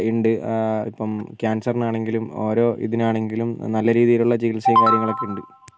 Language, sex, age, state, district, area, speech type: Malayalam, female, 18-30, Kerala, Wayanad, rural, spontaneous